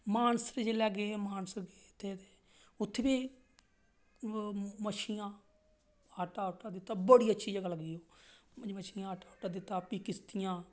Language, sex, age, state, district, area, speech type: Dogri, male, 30-45, Jammu and Kashmir, Reasi, rural, spontaneous